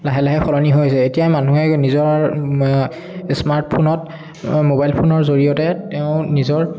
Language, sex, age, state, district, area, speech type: Assamese, male, 18-30, Assam, Charaideo, urban, spontaneous